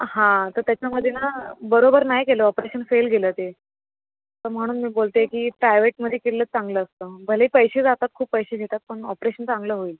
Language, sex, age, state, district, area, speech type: Marathi, female, 18-30, Maharashtra, Solapur, urban, conversation